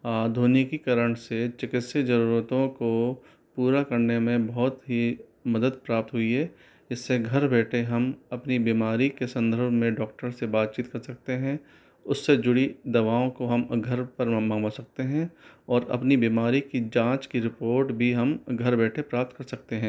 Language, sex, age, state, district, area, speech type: Hindi, male, 30-45, Rajasthan, Jaipur, urban, spontaneous